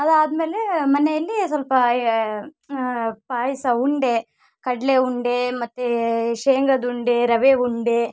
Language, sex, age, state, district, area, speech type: Kannada, female, 18-30, Karnataka, Vijayanagara, rural, spontaneous